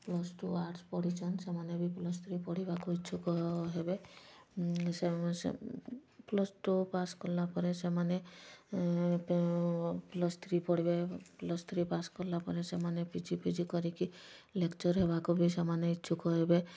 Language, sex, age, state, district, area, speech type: Odia, female, 45-60, Odisha, Mayurbhanj, rural, spontaneous